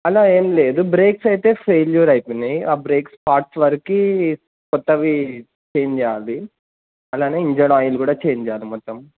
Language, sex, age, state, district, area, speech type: Telugu, male, 18-30, Telangana, Suryapet, urban, conversation